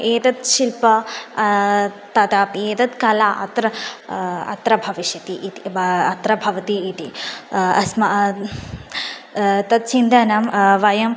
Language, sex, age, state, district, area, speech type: Sanskrit, female, 18-30, Kerala, Malappuram, rural, spontaneous